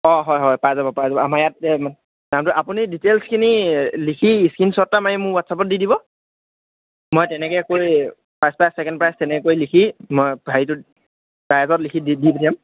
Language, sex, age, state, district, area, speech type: Assamese, male, 18-30, Assam, Sivasagar, urban, conversation